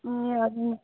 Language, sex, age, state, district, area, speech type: Nepali, female, 18-30, West Bengal, Kalimpong, rural, conversation